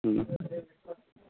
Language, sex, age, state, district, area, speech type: Bengali, male, 18-30, West Bengal, Uttar Dinajpur, urban, conversation